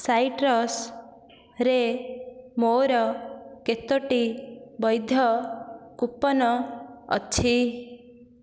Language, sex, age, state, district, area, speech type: Odia, female, 18-30, Odisha, Nayagarh, rural, read